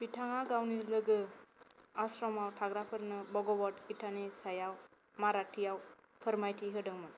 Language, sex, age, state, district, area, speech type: Bodo, female, 18-30, Assam, Kokrajhar, rural, read